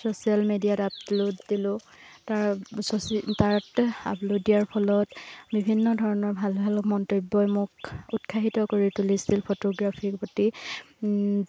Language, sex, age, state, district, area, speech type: Assamese, female, 18-30, Assam, Lakhimpur, rural, spontaneous